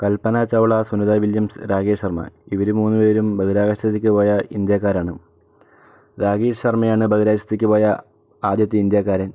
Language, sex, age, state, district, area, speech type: Malayalam, male, 18-30, Kerala, Palakkad, rural, spontaneous